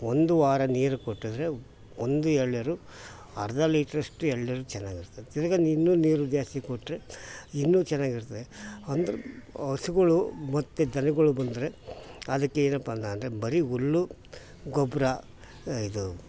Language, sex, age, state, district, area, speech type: Kannada, male, 60+, Karnataka, Mysore, urban, spontaneous